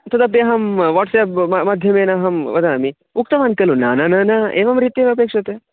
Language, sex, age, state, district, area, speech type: Sanskrit, male, 18-30, Karnataka, Chikkamagaluru, rural, conversation